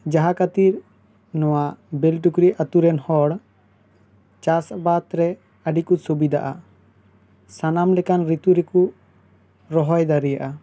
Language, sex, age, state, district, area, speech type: Santali, male, 18-30, West Bengal, Bankura, rural, spontaneous